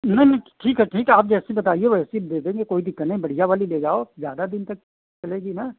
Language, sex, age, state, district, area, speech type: Hindi, male, 60+, Uttar Pradesh, Sitapur, rural, conversation